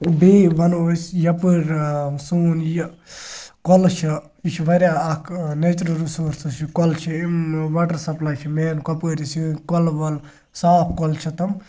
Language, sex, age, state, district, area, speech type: Kashmiri, male, 18-30, Jammu and Kashmir, Kupwara, rural, spontaneous